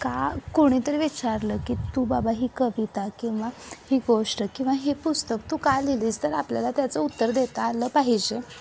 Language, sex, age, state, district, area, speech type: Marathi, female, 18-30, Maharashtra, Kolhapur, rural, spontaneous